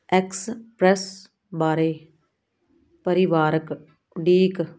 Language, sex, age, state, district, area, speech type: Punjabi, female, 30-45, Punjab, Muktsar, urban, read